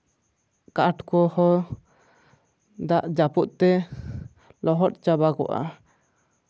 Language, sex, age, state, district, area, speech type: Santali, male, 18-30, West Bengal, Purba Bardhaman, rural, spontaneous